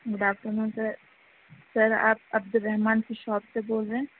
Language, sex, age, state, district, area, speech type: Urdu, female, 18-30, Delhi, Central Delhi, urban, conversation